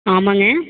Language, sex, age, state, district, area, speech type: Tamil, female, 30-45, Tamil Nadu, Namakkal, rural, conversation